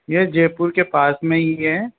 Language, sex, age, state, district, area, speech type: Hindi, male, 18-30, Rajasthan, Jaipur, urban, conversation